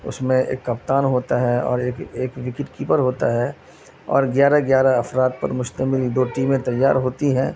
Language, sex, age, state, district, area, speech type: Urdu, male, 30-45, Bihar, Madhubani, urban, spontaneous